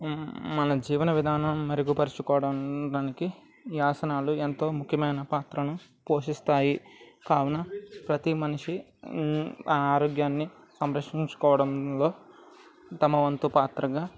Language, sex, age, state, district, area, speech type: Telugu, male, 30-45, Andhra Pradesh, Anakapalli, rural, spontaneous